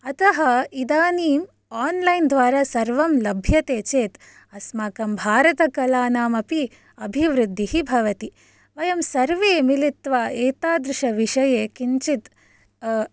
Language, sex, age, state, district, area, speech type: Sanskrit, female, 18-30, Karnataka, Shimoga, urban, spontaneous